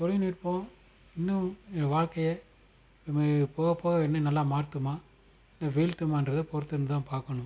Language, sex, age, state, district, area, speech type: Tamil, male, 30-45, Tamil Nadu, Madurai, urban, spontaneous